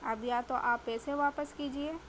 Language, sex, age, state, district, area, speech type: Urdu, female, 30-45, Delhi, South Delhi, urban, spontaneous